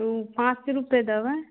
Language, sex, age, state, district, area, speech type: Maithili, female, 18-30, Bihar, Samastipur, rural, conversation